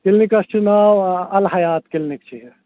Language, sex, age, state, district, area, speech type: Kashmiri, male, 45-60, Jammu and Kashmir, Srinagar, urban, conversation